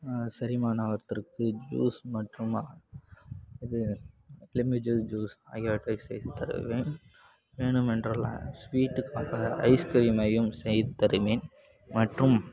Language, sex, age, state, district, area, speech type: Tamil, male, 18-30, Tamil Nadu, Kallakurichi, rural, spontaneous